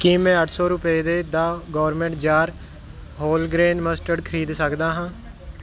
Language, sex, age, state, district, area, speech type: Punjabi, male, 30-45, Punjab, Kapurthala, urban, read